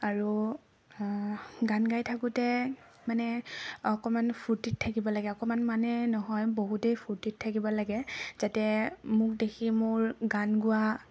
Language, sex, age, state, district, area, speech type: Assamese, female, 18-30, Assam, Tinsukia, urban, spontaneous